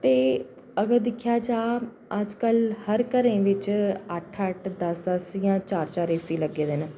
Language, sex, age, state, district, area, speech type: Dogri, female, 30-45, Jammu and Kashmir, Jammu, urban, spontaneous